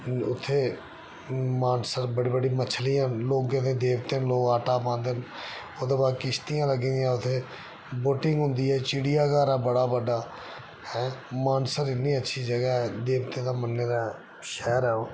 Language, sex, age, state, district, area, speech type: Dogri, male, 30-45, Jammu and Kashmir, Reasi, rural, spontaneous